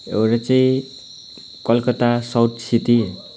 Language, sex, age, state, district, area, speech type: Nepali, male, 18-30, West Bengal, Kalimpong, rural, spontaneous